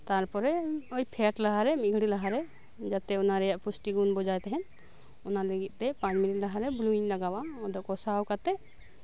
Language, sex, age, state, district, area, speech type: Santali, female, 30-45, West Bengal, Birbhum, rural, spontaneous